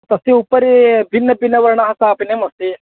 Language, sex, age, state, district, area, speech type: Sanskrit, male, 30-45, Karnataka, Vijayapura, urban, conversation